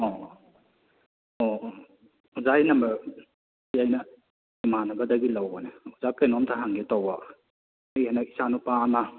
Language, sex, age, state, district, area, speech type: Manipuri, male, 30-45, Manipur, Kakching, rural, conversation